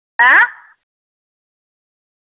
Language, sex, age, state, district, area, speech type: Dogri, female, 60+, Jammu and Kashmir, Reasi, rural, conversation